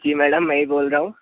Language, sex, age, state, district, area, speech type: Hindi, male, 45-60, Madhya Pradesh, Bhopal, urban, conversation